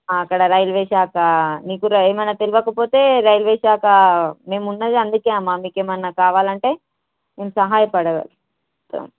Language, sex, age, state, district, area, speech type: Telugu, female, 18-30, Telangana, Hyderabad, rural, conversation